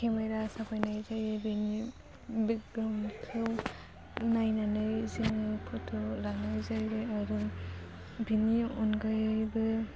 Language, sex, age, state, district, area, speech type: Bodo, female, 18-30, Assam, Baksa, rural, spontaneous